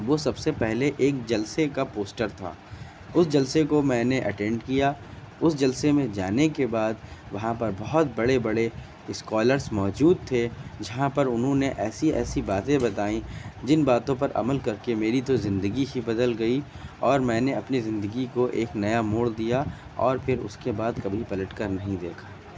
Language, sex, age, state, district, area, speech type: Urdu, male, 18-30, Uttar Pradesh, Shahjahanpur, urban, spontaneous